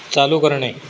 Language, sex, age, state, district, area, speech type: Marathi, male, 60+, Maharashtra, Sindhudurg, rural, read